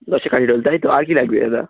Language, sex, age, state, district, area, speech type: Bengali, male, 18-30, West Bengal, Howrah, urban, conversation